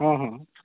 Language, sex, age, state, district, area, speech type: Odia, male, 45-60, Odisha, Nuapada, urban, conversation